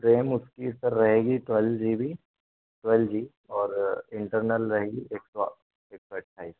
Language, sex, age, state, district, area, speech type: Hindi, male, 18-30, Madhya Pradesh, Bhopal, urban, conversation